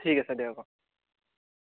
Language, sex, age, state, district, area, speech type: Assamese, male, 30-45, Assam, Biswanath, rural, conversation